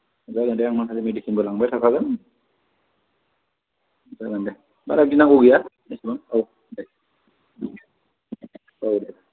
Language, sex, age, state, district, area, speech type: Bodo, male, 18-30, Assam, Kokrajhar, rural, conversation